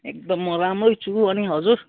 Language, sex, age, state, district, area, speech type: Nepali, male, 18-30, West Bengal, Kalimpong, rural, conversation